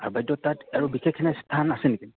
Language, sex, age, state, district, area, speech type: Assamese, male, 18-30, Assam, Goalpara, rural, conversation